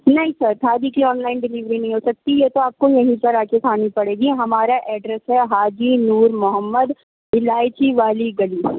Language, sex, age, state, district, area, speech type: Urdu, male, 18-30, Delhi, Central Delhi, urban, conversation